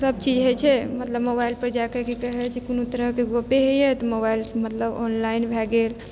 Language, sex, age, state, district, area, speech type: Maithili, female, 30-45, Bihar, Purnia, rural, spontaneous